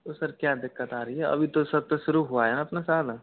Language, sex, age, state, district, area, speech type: Hindi, male, 45-60, Rajasthan, Karauli, rural, conversation